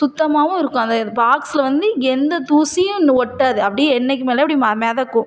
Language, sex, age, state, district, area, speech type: Tamil, female, 30-45, Tamil Nadu, Thoothukudi, urban, spontaneous